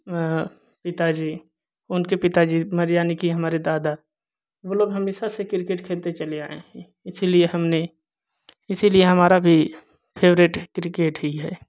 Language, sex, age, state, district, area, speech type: Hindi, male, 30-45, Uttar Pradesh, Jaunpur, rural, spontaneous